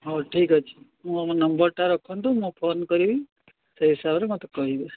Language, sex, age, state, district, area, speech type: Odia, male, 60+, Odisha, Gajapati, rural, conversation